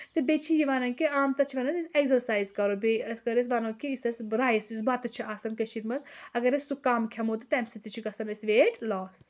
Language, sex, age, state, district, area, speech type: Kashmiri, female, 30-45, Jammu and Kashmir, Anantnag, rural, spontaneous